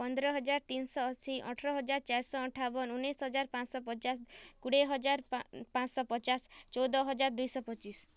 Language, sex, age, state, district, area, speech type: Odia, female, 18-30, Odisha, Kalahandi, rural, spontaneous